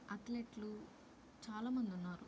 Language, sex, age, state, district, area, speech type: Telugu, female, 30-45, Andhra Pradesh, Nellore, urban, spontaneous